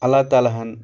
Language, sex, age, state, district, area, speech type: Kashmiri, male, 18-30, Jammu and Kashmir, Anantnag, urban, spontaneous